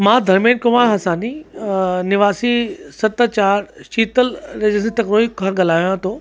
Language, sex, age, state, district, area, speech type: Sindhi, male, 30-45, Uttar Pradesh, Lucknow, rural, spontaneous